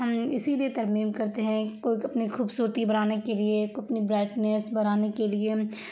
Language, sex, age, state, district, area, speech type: Urdu, female, 30-45, Bihar, Darbhanga, rural, spontaneous